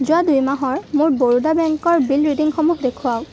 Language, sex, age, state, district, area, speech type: Assamese, female, 18-30, Assam, Kamrup Metropolitan, rural, read